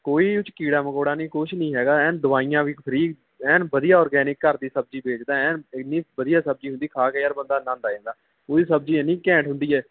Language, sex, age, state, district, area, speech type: Punjabi, male, 18-30, Punjab, Kapurthala, urban, conversation